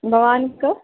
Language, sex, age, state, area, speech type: Sanskrit, other, 18-30, Rajasthan, urban, conversation